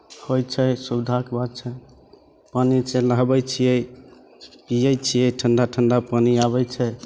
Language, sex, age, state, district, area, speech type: Maithili, male, 30-45, Bihar, Begusarai, rural, spontaneous